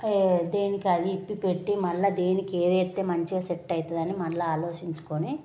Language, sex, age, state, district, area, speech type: Telugu, female, 30-45, Telangana, Jagtial, rural, spontaneous